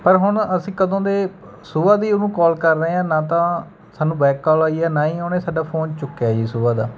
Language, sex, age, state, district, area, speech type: Punjabi, male, 30-45, Punjab, Bathinda, rural, spontaneous